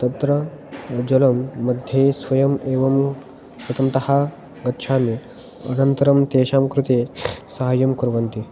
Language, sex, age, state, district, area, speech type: Sanskrit, male, 18-30, Maharashtra, Osmanabad, rural, spontaneous